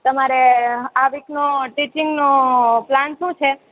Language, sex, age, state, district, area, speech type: Gujarati, female, 18-30, Gujarat, Junagadh, rural, conversation